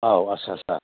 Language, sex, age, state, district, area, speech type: Bodo, male, 45-60, Assam, Chirang, rural, conversation